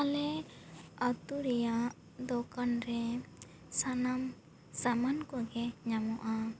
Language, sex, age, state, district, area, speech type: Santali, female, 18-30, West Bengal, Bankura, rural, spontaneous